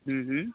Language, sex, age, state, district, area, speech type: Hindi, male, 30-45, Uttar Pradesh, Mau, rural, conversation